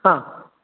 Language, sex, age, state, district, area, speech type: Malayalam, male, 18-30, Kerala, Wayanad, rural, conversation